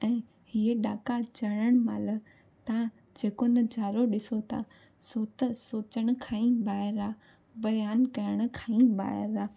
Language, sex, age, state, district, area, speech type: Sindhi, female, 18-30, Gujarat, Junagadh, urban, spontaneous